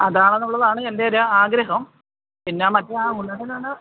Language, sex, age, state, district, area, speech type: Malayalam, female, 60+, Kerala, Alappuzha, rural, conversation